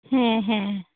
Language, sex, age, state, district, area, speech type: Santali, female, 18-30, West Bengal, Birbhum, rural, conversation